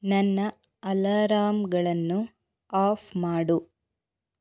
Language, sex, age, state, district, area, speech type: Kannada, female, 18-30, Karnataka, Shimoga, rural, read